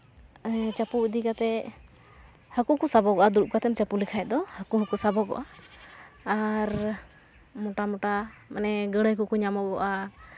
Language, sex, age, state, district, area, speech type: Santali, female, 18-30, West Bengal, Uttar Dinajpur, rural, spontaneous